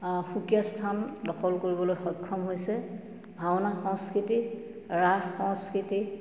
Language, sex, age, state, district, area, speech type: Assamese, female, 45-60, Assam, Majuli, urban, spontaneous